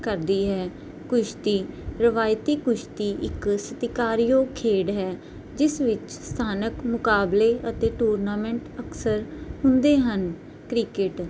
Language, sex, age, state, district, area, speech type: Punjabi, female, 18-30, Punjab, Barnala, urban, spontaneous